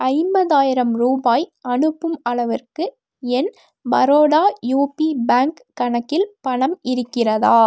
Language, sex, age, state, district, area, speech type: Tamil, female, 18-30, Tamil Nadu, Tiruppur, rural, read